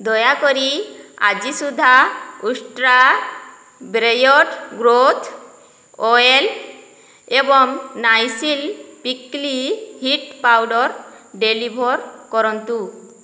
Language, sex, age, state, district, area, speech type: Odia, female, 45-60, Odisha, Boudh, rural, read